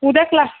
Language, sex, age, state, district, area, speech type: Marathi, female, 30-45, Maharashtra, Buldhana, urban, conversation